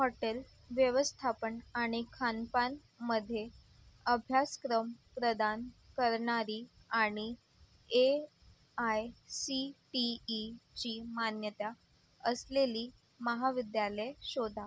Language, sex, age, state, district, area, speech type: Marathi, female, 18-30, Maharashtra, Nagpur, urban, read